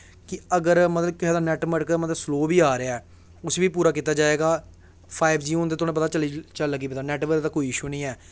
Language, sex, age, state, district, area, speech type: Dogri, male, 18-30, Jammu and Kashmir, Samba, rural, spontaneous